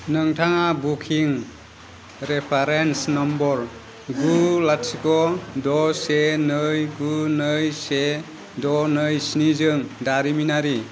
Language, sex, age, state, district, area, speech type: Bodo, male, 30-45, Assam, Kokrajhar, rural, read